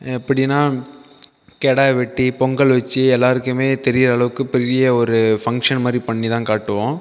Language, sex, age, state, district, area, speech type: Tamil, male, 18-30, Tamil Nadu, Viluppuram, urban, spontaneous